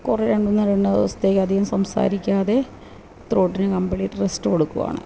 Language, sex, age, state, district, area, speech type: Malayalam, female, 45-60, Kerala, Kottayam, rural, spontaneous